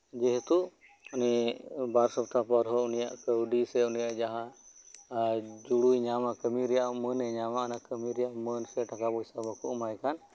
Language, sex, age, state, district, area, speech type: Santali, male, 30-45, West Bengal, Birbhum, rural, spontaneous